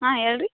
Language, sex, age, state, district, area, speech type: Kannada, female, 18-30, Karnataka, Bagalkot, rural, conversation